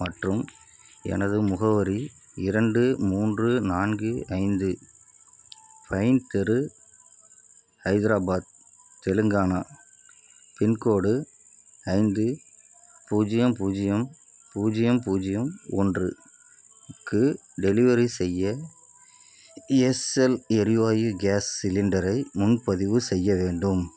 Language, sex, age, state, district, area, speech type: Tamil, male, 30-45, Tamil Nadu, Nagapattinam, rural, read